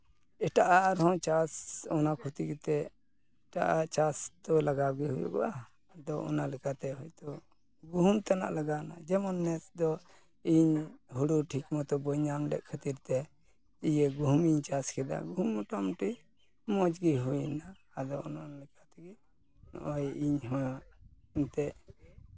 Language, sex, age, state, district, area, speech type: Santali, male, 45-60, West Bengal, Malda, rural, spontaneous